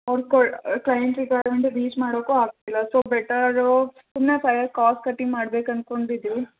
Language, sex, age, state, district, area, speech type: Kannada, female, 18-30, Karnataka, Bidar, urban, conversation